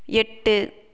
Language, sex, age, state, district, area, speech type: Tamil, female, 18-30, Tamil Nadu, Perambalur, rural, read